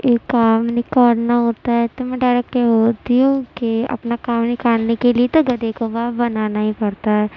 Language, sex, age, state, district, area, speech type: Urdu, female, 18-30, Uttar Pradesh, Gautam Buddha Nagar, rural, spontaneous